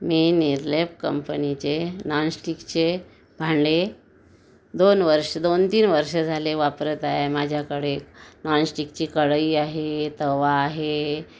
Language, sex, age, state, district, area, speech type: Marathi, female, 30-45, Maharashtra, Amravati, urban, spontaneous